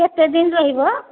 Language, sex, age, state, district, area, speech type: Odia, female, 45-60, Odisha, Angul, rural, conversation